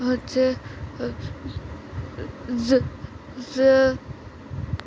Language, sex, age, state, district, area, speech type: Bengali, female, 18-30, West Bengal, Howrah, urban, spontaneous